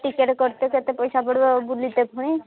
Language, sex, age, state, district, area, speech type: Odia, female, 45-60, Odisha, Angul, rural, conversation